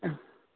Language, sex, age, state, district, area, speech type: Telugu, male, 45-60, Andhra Pradesh, Kurnool, urban, conversation